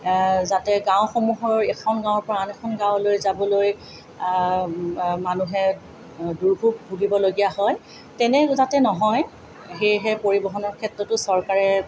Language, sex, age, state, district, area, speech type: Assamese, female, 45-60, Assam, Tinsukia, rural, spontaneous